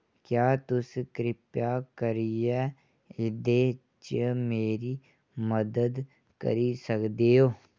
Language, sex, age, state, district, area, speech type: Dogri, male, 18-30, Jammu and Kashmir, Kathua, rural, read